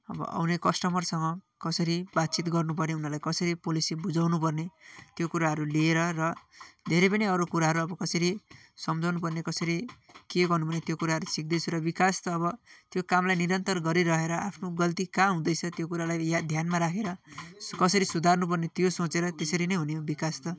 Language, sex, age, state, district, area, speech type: Nepali, male, 45-60, West Bengal, Darjeeling, rural, spontaneous